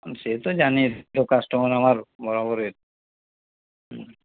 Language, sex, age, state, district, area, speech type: Bengali, male, 60+, West Bengal, Paschim Bardhaman, rural, conversation